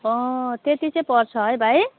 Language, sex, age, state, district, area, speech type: Nepali, female, 30-45, West Bengal, Alipurduar, urban, conversation